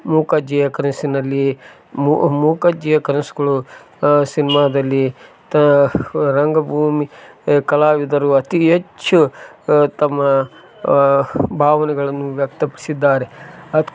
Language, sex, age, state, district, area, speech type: Kannada, male, 45-60, Karnataka, Koppal, rural, spontaneous